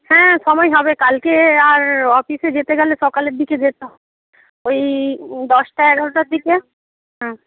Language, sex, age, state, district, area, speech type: Bengali, female, 60+, West Bengal, Jhargram, rural, conversation